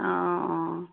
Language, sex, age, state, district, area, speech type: Assamese, female, 30-45, Assam, Sivasagar, rural, conversation